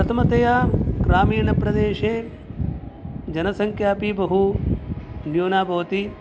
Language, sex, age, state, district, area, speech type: Sanskrit, male, 60+, Karnataka, Udupi, rural, spontaneous